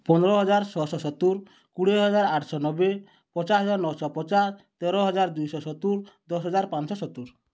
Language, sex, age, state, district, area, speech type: Odia, male, 30-45, Odisha, Bargarh, urban, spontaneous